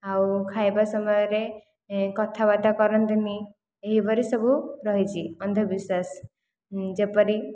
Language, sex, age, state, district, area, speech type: Odia, female, 18-30, Odisha, Khordha, rural, spontaneous